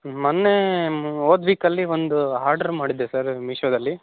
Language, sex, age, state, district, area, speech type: Kannada, male, 18-30, Karnataka, Chitradurga, rural, conversation